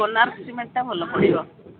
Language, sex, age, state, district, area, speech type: Odia, female, 60+, Odisha, Gajapati, rural, conversation